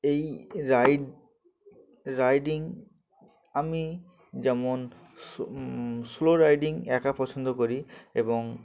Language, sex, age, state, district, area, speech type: Bengali, male, 18-30, West Bengal, Uttar Dinajpur, urban, spontaneous